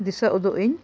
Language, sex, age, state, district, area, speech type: Santali, female, 45-60, Jharkhand, Bokaro, rural, spontaneous